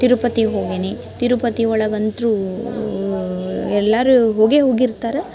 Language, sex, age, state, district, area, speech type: Kannada, female, 18-30, Karnataka, Dharwad, rural, spontaneous